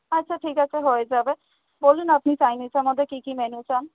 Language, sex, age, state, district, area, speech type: Bengali, female, 18-30, West Bengal, South 24 Parganas, urban, conversation